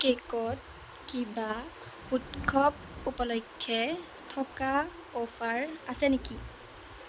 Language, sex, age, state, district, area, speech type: Assamese, female, 18-30, Assam, Jorhat, urban, read